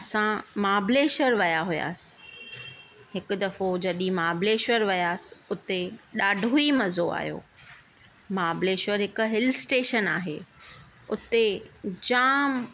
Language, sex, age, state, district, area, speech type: Sindhi, female, 30-45, Maharashtra, Thane, urban, spontaneous